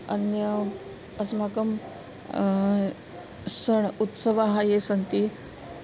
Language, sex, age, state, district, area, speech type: Sanskrit, female, 45-60, Maharashtra, Nagpur, urban, spontaneous